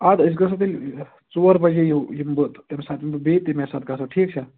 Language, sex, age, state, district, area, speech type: Kashmiri, male, 30-45, Jammu and Kashmir, Shopian, rural, conversation